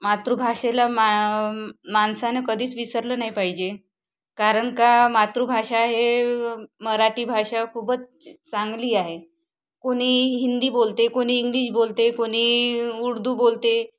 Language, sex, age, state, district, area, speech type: Marathi, female, 30-45, Maharashtra, Wardha, rural, spontaneous